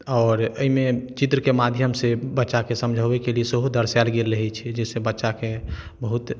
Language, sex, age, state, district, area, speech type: Maithili, male, 45-60, Bihar, Madhubani, urban, spontaneous